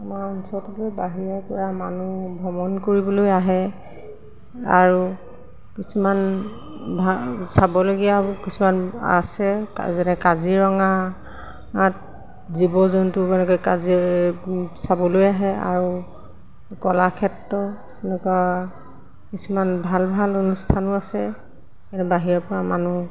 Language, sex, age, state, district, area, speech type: Assamese, female, 45-60, Assam, Golaghat, urban, spontaneous